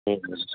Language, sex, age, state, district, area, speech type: Sindhi, male, 60+, Delhi, South Delhi, urban, conversation